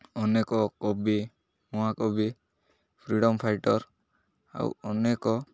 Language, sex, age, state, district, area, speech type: Odia, male, 18-30, Odisha, Malkangiri, urban, spontaneous